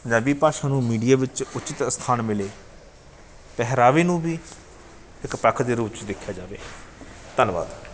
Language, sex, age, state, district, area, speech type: Punjabi, male, 45-60, Punjab, Bathinda, urban, spontaneous